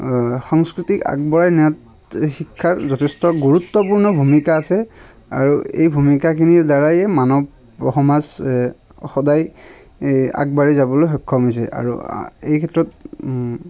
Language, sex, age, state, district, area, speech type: Assamese, male, 30-45, Assam, Barpeta, rural, spontaneous